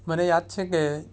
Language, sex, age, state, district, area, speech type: Gujarati, male, 18-30, Gujarat, Surat, urban, spontaneous